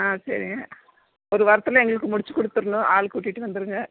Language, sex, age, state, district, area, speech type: Tamil, female, 60+, Tamil Nadu, Nilgiris, rural, conversation